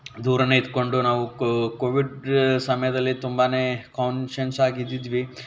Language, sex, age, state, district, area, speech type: Kannada, male, 18-30, Karnataka, Bidar, urban, spontaneous